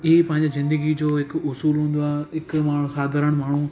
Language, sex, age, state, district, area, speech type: Sindhi, male, 18-30, Gujarat, Surat, urban, spontaneous